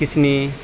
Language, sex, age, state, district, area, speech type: Santali, male, 18-30, Jharkhand, Seraikela Kharsawan, rural, spontaneous